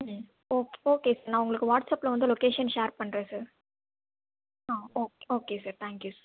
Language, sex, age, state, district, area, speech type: Tamil, female, 18-30, Tamil Nadu, Viluppuram, rural, conversation